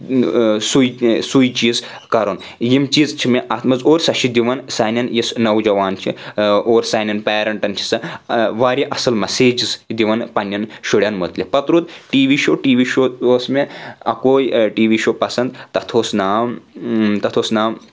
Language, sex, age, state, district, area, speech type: Kashmiri, male, 18-30, Jammu and Kashmir, Anantnag, rural, spontaneous